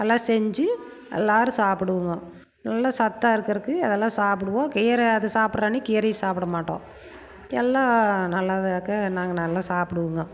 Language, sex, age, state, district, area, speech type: Tamil, female, 45-60, Tamil Nadu, Erode, rural, spontaneous